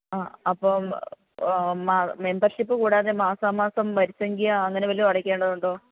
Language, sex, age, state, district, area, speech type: Malayalam, female, 45-60, Kerala, Pathanamthitta, rural, conversation